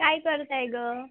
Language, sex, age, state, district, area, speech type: Marathi, female, 18-30, Maharashtra, Wardha, rural, conversation